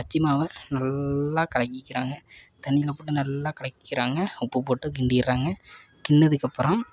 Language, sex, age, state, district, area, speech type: Tamil, male, 18-30, Tamil Nadu, Tiruppur, rural, spontaneous